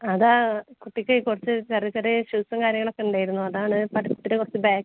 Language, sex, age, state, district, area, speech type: Malayalam, female, 18-30, Kerala, Malappuram, rural, conversation